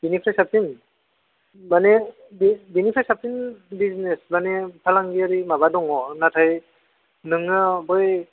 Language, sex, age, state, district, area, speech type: Bodo, male, 18-30, Assam, Kokrajhar, rural, conversation